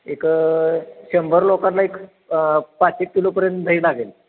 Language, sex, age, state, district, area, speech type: Marathi, male, 30-45, Maharashtra, Satara, rural, conversation